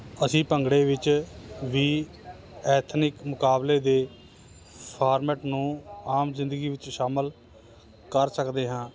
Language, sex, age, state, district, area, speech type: Punjabi, male, 30-45, Punjab, Hoshiarpur, urban, spontaneous